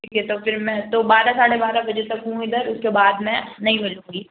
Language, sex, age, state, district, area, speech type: Hindi, female, 30-45, Rajasthan, Jodhpur, urban, conversation